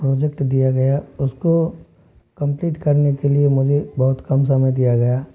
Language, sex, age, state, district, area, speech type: Hindi, male, 45-60, Rajasthan, Jodhpur, urban, spontaneous